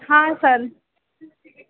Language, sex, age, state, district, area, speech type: Hindi, female, 18-30, Uttar Pradesh, Mirzapur, urban, conversation